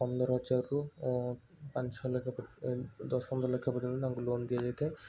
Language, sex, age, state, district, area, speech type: Odia, male, 30-45, Odisha, Puri, urban, spontaneous